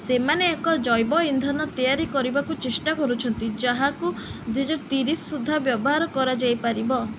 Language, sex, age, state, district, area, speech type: Odia, female, 18-30, Odisha, Sundergarh, urban, read